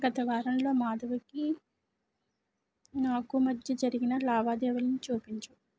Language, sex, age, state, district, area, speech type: Telugu, female, 60+, Andhra Pradesh, Kakinada, rural, read